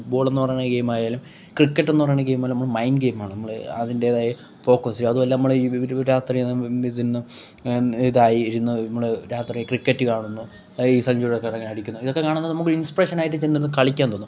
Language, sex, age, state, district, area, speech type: Malayalam, male, 18-30, Kerala, Kollam, rural, spontaneous